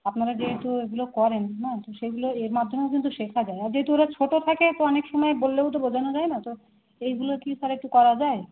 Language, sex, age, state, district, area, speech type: Bengali, female, 30-45, West Bengal, Howrah, urban, conversation